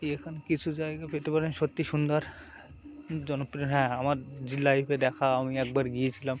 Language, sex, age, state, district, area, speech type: Bengali, male, 18-30, West Bengal, Uttar Dinajpur, urban, spontaneous